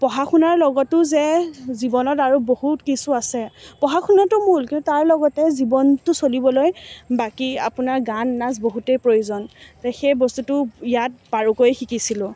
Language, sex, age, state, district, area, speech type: Assamese, female, 18-30, Assam, Morigaon, rural, spontaneous